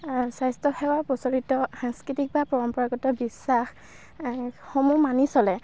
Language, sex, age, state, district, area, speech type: Assamese, female, 18-30, Assam, Golaghat, urban, spontaneous